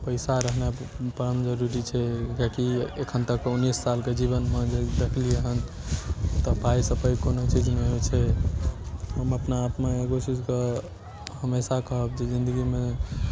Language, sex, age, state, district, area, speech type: Maithili, male, 18-30, Bihar, Darbhanga, urban, spontaneous